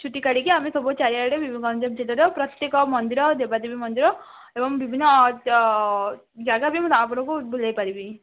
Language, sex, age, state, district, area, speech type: Odia, female, 18-30, Odisha, Ganjam, urban, conversation